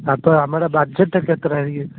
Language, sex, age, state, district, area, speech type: Malayalam, male, 18-30, Kerala, Alappuzha, rural, conversation